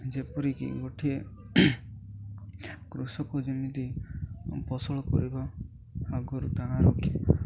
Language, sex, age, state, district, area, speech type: Odia, male, 18-30, Odisha, Nabarangpur, urban, spontaneous